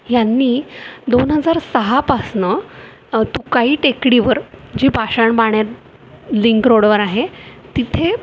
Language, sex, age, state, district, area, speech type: Marathi, female, 30-45, Maharashtra, Pune, urban, spontaneous